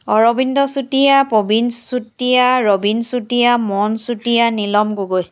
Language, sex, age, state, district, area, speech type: Assamese, female, 30-45, Assam, Charaideo, urban, spontaneous